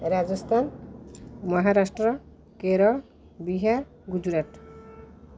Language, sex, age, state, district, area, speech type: Odia, female, 45-60, Odisha, Rayagada, rural, spontaneous